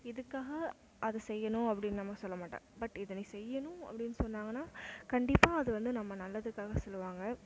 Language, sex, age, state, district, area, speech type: Tamil, female, 18-30, Tamil Nadu, Mayiladuthurai, urban, spontaneous